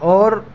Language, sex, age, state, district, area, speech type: Urdu, male, 18-30, Delhi, South Delhi, rural, spontaneous